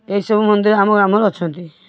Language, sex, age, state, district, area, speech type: Odia, female, 45-60, Odisha, Balasore, rural, spontaneous